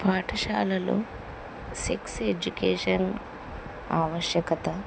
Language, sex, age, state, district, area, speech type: Telugu, female, 18-30, Andhra Pradesh, Kurnool, rural, spontaneous